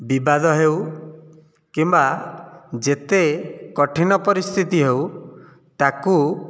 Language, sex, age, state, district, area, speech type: Odia, male, 30-45, Odisha, Nayagarh, rural, spontaneous